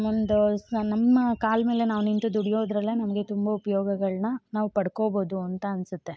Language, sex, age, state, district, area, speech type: Kannada, female, 18-30, Karnataka, Chikkamagaluru, rural, spontaneous